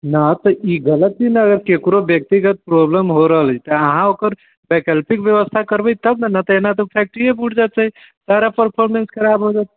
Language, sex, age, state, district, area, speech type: Maithili, male, 30-45, Bihar, Sitamarhi, rural, conversation